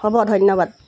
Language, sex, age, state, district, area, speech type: Assamese, female, 45-60, Assam, Golaghat, urban, spontaneous